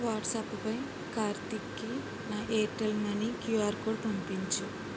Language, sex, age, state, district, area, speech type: Telugu, female, 18-30, Andhra Pradesh, Kakinada, urban, read